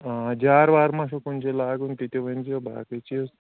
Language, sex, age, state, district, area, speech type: Kashmiri, male, 30-45, Jammu and Kashmir, Shopian, rural, conversation